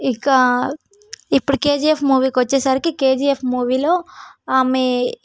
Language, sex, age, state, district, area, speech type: Telugu, female, 18-30, Telangana, Hyderabad, rural, spontaneous